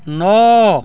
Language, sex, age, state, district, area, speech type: Odia, male, 60+, Odisha, Balangir, urban, read